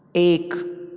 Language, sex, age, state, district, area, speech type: Hindi, male, 30-45, Rajasthan, Jodhpur, urban, read